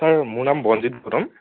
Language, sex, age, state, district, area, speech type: Assamese, male, 30-45, Assam, Nagaon, rural, conversation